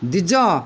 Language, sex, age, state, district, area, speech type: Odia, male, 45-60, Odisha, Jagatsinghpur, urban, spontaneous